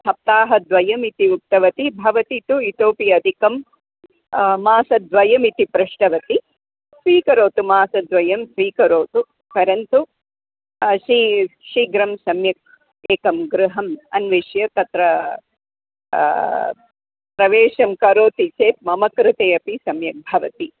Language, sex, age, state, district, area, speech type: Sanskrit, female, 45-60, Karnataka, Dharwad, urban, conversation